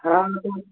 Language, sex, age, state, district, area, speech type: Hindi, male, 18-30, Uttar Pradesh, Mirzapur, rural, conversation